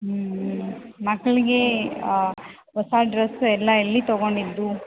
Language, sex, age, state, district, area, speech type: Kannada, female, 18-30, Karnataka, Bellary, rural, conversation